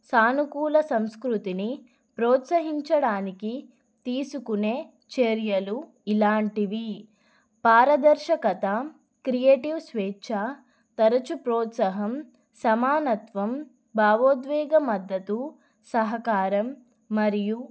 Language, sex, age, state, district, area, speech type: Telugu, female, 30-45, Telangana, Adilabad, rural, spontaneous